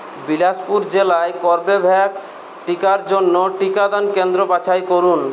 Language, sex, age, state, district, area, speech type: Bengali, male, 18-30, West Bengal, Purulia, rural, read